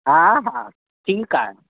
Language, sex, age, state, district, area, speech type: Sindhi, female, 60+, Uttar Pradesh, Lucknow, rural, conversation